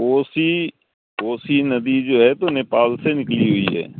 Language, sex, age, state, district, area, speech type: Urdu, male, 60+, Bihar, Supaul, rural, conversation